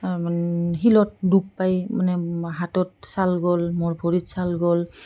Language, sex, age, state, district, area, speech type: Assamese, female, 45-60, Assam, Goalpara, urban, spontaneous